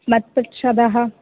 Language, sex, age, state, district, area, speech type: Sanskrit, female, 18-30, Kerala, Palakkad, rural, conversation